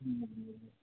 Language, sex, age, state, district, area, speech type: Hindi, male, 30-45, Bihar, Madhepura, rural, conversation